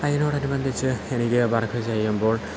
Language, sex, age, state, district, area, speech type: Malayalam, male, 18-30, Kerala, Kollam, rural, spontaneous